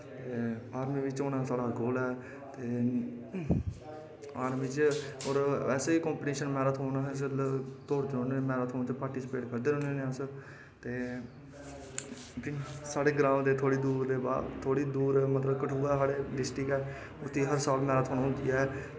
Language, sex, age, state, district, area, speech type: Dogri, male, 18-30, Jammu and Kashmir, Kathua, rural, spontaneous